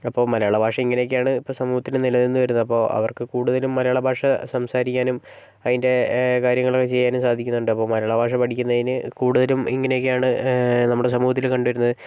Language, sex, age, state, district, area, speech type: Malayalam, male, 45-60, Kerala, Wayanad, rural, spontaneous